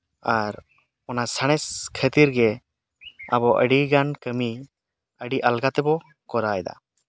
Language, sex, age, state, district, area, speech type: Santali, male, 30-45, Jharkhand, East Singhbhum, rural, spontaneous